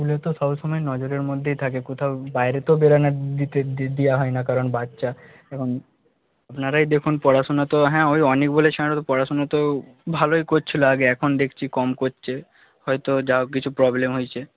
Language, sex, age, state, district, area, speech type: Bengali, male, 18-30, West Bengal, Nadia, rural, conversation